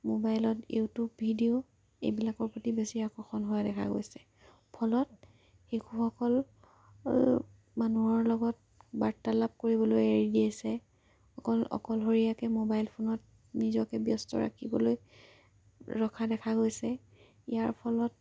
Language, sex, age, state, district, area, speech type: Assamese, female, 18-30, Assam, Jorhat, urban, spontaneous